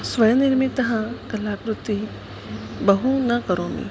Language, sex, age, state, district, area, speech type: Sanskrit, female, 45-60, Maharashtra, Nagpur, urban, spontaneous